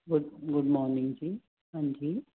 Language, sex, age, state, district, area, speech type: Punjabi, female, 45-60, Punjab, Fazilka, rural, conversation